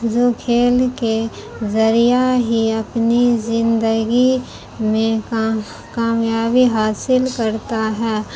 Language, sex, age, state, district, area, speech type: Urdu, female, 30-45, Bihar, Khagaria, rural, spontaneous